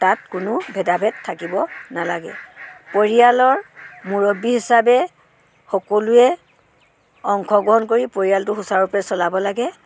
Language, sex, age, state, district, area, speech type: Assamese, female, 60+, Assam, Dhemaji, rural, spontaneous